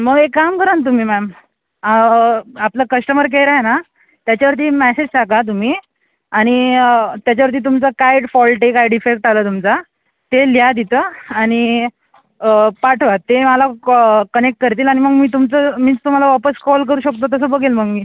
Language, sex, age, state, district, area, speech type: Marathi, male, 18-30, Maharashtra, Thane, urban, conversation